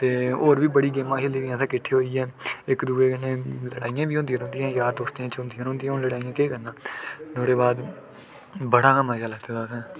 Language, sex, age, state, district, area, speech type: Dogri, male, 18-30, Jammu and Kashmir, Udhampur, rural, spontaneous